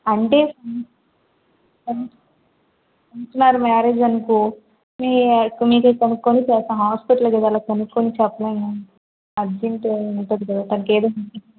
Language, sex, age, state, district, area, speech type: Telugu, female, 30-45, Andhra Pradesh, Vizianagaram, rural, conversation